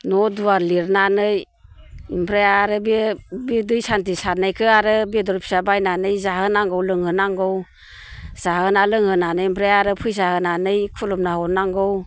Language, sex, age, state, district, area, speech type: Bodo, female, 60+, Assam, Baksa, urban, spontaneous